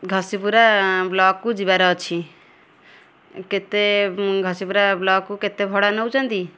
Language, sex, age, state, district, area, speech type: Odia, female, 30-45, Odisha, Kendujhar, urban, spontaneous